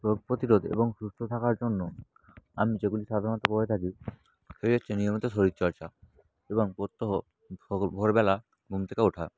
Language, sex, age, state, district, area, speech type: Bengali, male, 18-30, West Bengal, South 24 Parganas, rural, spontaneous